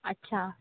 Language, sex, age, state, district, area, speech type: Marathi, female, 18-30, Maharashtra, Nashik, urban, conversation